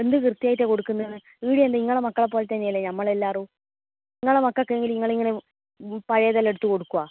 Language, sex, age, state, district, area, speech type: Malayalam, female, 18-30, Kerala, Kannur, rural, conversation